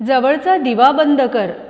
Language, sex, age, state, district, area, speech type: Marathi, female, 45-60, Maharashtra, Buldhana, urban, read